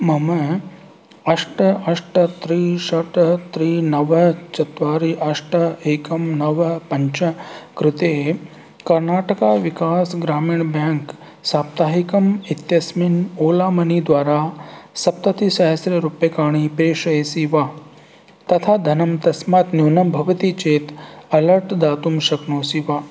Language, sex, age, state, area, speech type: Sanskrit, male, 45-60, Rajasthan, rural, read